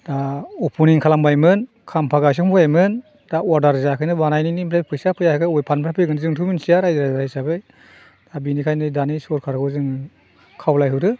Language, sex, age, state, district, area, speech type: Bodo, male, 60+, Assam, Chirang, rural, spontaneous